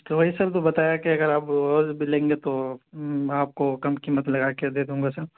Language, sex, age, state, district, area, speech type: Urdu, male, 18-30, Uttar Pradesh, Ghaziabad, urban, conversation